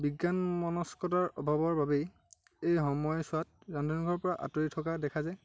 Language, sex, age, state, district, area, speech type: Assamese, male, 18-30, Assam, Lakhimpur, rural, spontaneous